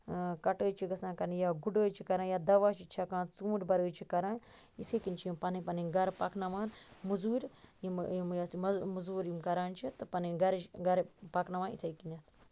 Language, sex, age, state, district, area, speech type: Kashmiri, female, 45-60, Jammu and Kashmir, Baramulla, rural, spontaneous